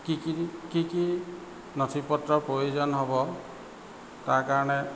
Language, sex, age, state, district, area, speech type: Assamese, male, 45-60, Assam, Tinsukia, rural, spontaneous